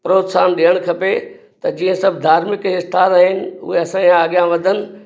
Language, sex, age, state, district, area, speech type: Sindhi, male, 60+, Gujarat, Kutch, rural, spontaneous